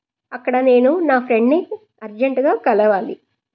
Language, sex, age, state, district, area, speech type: Telugu, female, 45-60, Telangana, Medchal, rural, spontaneous